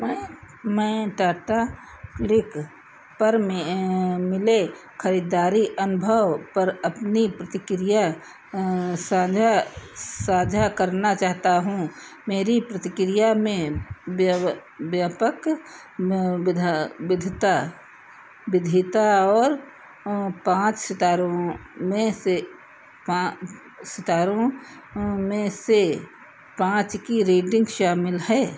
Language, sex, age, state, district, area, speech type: Hindi, female, 60+, Uttar Pradesh, Sitapur, rural, read